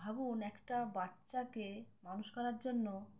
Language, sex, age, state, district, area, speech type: Bengali, female, 30-45, West Bengal, Uttar Dinajpur, urban, spontaneous